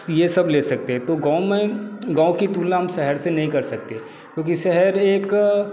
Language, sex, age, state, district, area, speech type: Hindi, male, 30-45, Bihar, Darbhanga, rural, spontaneous